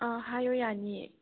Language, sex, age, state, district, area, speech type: Manipuri, female, 30-45, Manipur, Tengnoupal, urban, conversation